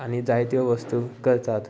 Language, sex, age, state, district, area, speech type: Goan Konkani, male, 18-30, Goa, Sanguem, rural, spontaneous